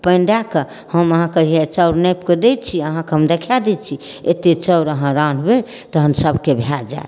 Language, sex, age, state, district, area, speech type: Maithili, female, 60+, Bihar, Darbhanga, urban, spontaneous